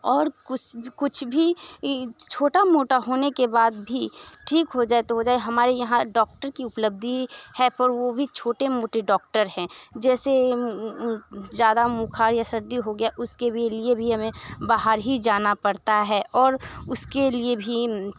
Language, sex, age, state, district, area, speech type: Hindi, female, 18-30, Bihar, Muzaffarpur, rural, spontaneous